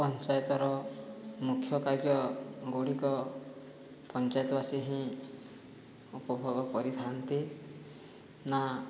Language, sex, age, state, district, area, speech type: Odia, male, 30-45, Odisha, Boudh, rural, spontaneous